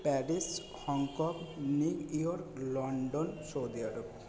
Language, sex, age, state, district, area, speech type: Bengali, male, 30-45, West Bengal, Purba Bardhaman, rural, spontaneous